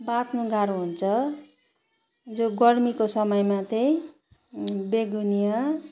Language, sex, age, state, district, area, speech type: Nepali, female, 45-60, West Bengal, Darjeeling, rural, spontaneous